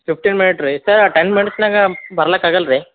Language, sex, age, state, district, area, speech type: Kannada, male, 18-30, Karnataka, Gulbarga, urban, conversation